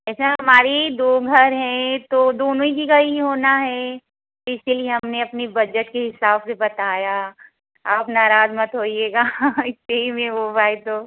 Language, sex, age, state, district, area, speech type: Hindi, female, 60+, Uttar Pradesh, Hardoi, rural, conversation